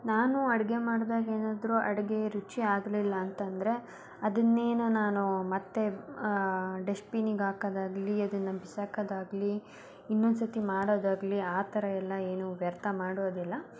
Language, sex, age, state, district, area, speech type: Kannada, female, 18-30, Karnataka, Davanagere, urban, spontaneous